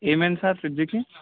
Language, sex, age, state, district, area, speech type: Telugu, male, 18-30, Telangana, Medchal, urban, conversation